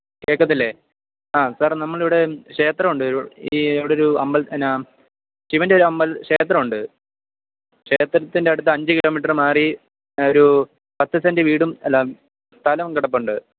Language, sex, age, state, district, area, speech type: Malayalam, male, 18-30, Kerala, Idukki, rural, conversation